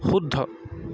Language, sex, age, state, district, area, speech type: Assamese, male, 18-30, Assam, Tinsukia, rural, read